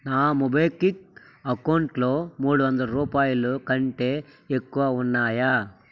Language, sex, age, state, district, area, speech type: Telugu, male, 45-60, Andhra Pradesh, Sri Balaji, urban, read